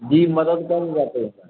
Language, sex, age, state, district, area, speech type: Maithili, male, 30-45, Bihar, Sitamarhi, urban, conversation